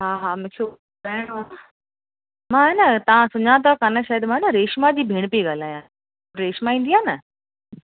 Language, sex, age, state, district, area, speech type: Sindhi, female, 45-60, Rajasthan, Ajmer, urban, conversation